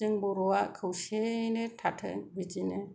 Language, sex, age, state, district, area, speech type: Bodo, female, 45-60, Assam, Kokrajhar, rural, spontaneous